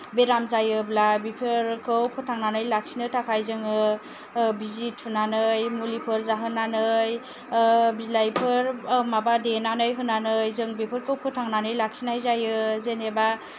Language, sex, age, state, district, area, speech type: Bodo, female, 30-45, Assam, Kokrajhar, rural, spontaneous